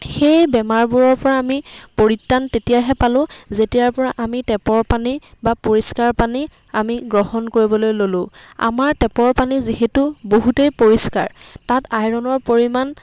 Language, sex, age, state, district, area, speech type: Assamese, female, 30-45, Assam, Dibrugarh, rural, spontaneous